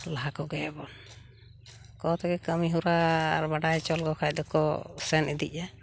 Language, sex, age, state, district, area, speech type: Santali, female, 45-60, West Bengal, Purulia, rural, spontaneous